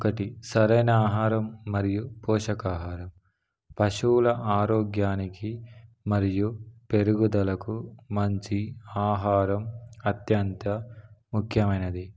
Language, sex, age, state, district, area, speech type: Telugu, male, 18-30, Telangana, Kamareddy, urban, spontaneous